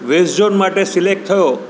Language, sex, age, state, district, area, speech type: Gujarati, male, 60+, Gujarat, Rajkot, urban, spontaneous